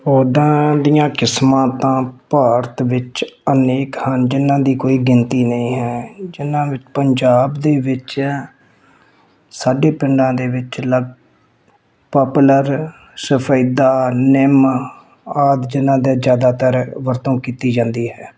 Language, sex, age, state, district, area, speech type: Punjabi, male, 45-60, Punjab, Tarn Taran, rural, spontaneous